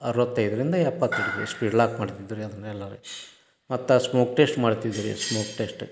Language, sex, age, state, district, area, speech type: Kannada, male, 60+, Karnataka, Gadag, rural, spontaneous